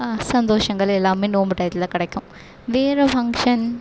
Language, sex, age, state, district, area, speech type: Tamil, female, 18-30, Tamil Nadu, Perambalur, rural, spontaneous